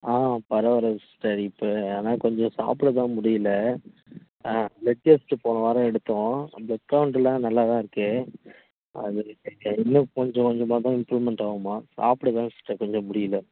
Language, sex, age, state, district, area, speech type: Tamil, male, 30-45, Tamil Nadu, Kallakurichi, rural, conversation